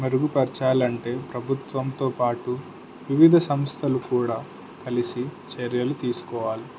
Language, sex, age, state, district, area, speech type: Telugu, male, 18-30, Telangana, Suryapet, urban, spontaneous